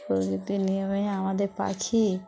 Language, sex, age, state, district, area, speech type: Bengali, female, 45-60, West Bengal, Dakshin Dinajpur, urban, spontaneous